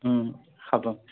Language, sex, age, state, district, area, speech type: Assamese, male, 45-60, Assam, Nagaon, rural, conversation